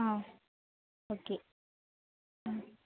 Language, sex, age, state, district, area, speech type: Tamil, female, 18-30, Tamil Nadu, Thanjavur, rural, conversation